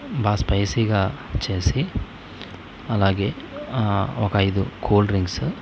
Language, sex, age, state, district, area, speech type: Telugu, male, 18-30, Andhra Pradesh, Krishna, rural, spontaneous